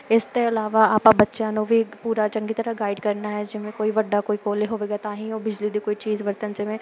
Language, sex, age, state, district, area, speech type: Punjabi, female, 18-30, Punjab, Muktsar, urban, spontaneous